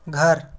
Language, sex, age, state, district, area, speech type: Hindi, male, 45-60, Madhya Pradesh, Bhopal, rural, read